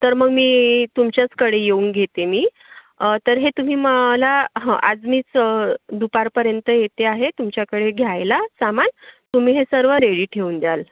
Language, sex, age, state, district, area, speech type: Marathi, female, 30-45, Maharashtra, Yavatmal, urban, conversation